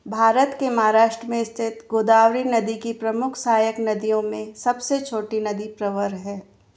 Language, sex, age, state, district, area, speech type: Hindi, female, 30-45, Rajasthan, Jaipur, urban, read